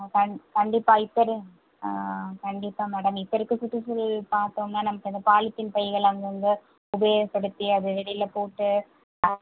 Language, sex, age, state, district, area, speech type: Tamil, female, 45-60, Tamil Nadu, Pudukkottai, urban, conversation